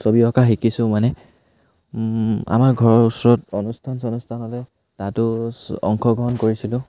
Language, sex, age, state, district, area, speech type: Assamese, male, 18-30, Assam, Sivasagar, rural, spontaneous